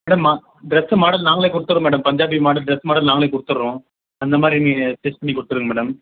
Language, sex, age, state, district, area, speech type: Tamil, male, 30-45, Tamil Nadu, Dharmapuri, rural, conversation